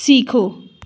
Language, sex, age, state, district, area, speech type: Hindi, female, 18-30, Madhya Pradesh, Jabalpur, urban, read